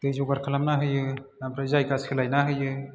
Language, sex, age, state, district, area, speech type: Bodo, male, 30-45, Assam, Chirang, urban, spontaneous